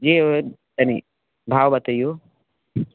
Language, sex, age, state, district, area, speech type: Maithili, male, 18-30, Bihar, Samastipur, urban, conversation